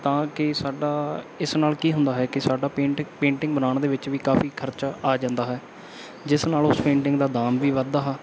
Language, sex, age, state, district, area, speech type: Punjabi, male, 18-30, Punjab, Bathinda, urban, spontaneous